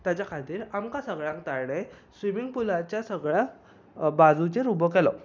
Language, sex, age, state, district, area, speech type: Goan Konkani, male, 18-30, Goa, Bardez, urban, spontaneous